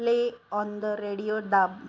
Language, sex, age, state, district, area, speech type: Marathi, female, 45-60, Maharashtra, Nagpur, urban, read